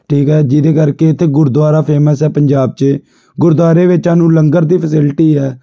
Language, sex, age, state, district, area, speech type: Punjabi, male, 18-30, Punjab, Amritsar, urban, spontaneous